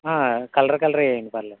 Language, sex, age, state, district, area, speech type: Telugu, male, 30-45, Andhra Pradesh, Kakinada, rural, conversation